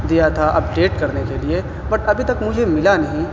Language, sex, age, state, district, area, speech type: Urdu, male, 18-30, Bihar, Gaya, urban, spontaneous